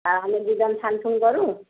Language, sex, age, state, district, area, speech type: Odia, female, 60+, Odisha, Jharsuguda, rural, conversation